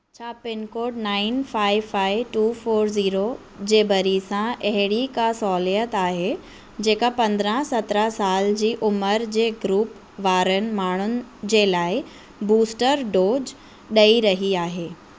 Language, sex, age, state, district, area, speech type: Sindhi, female, 18-30, Maharashtra, Thane, urban, read